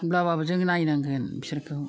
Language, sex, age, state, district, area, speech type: Bodo, female, 60+, Assam, Udalguri, rural, spontaneous